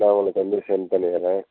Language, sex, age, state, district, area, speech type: Tamil, male, 18-30, Tamil Nadu, Viluppuram, rural, conversation